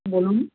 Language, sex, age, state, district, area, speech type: Bengali, female, 60+, West Bengal, South 24 Parganas, rural, conversation